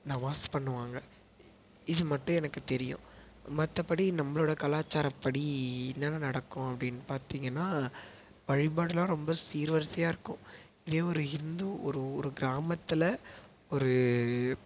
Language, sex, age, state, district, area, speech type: Tamil, male, 18-30, Tamil Nadu, Perambalur, urban, spontaneous